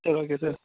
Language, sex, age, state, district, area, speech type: Tamil, male, 18-30, Tamil Nadu, Dharmapuri, rural, conversation